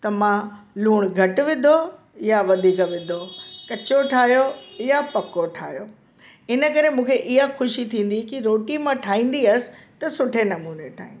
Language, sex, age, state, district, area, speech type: Sindhi, female, 60+, Delhi, South Delhi, urban, spontaneous